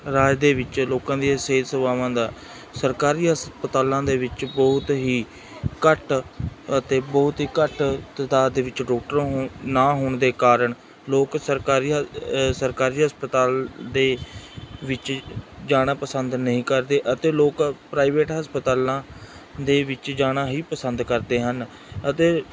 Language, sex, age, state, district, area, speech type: Punjabi, male, 18-30, Punjab, Mansa, urban, spontaneous